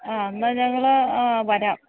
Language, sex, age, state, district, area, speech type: Malayalam, female, 60+, Kerala, Idukki, rural, conversation